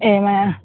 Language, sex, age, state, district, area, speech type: Telugu, female, 30-45, Andhra Pradesh, Eluru, rural, conversation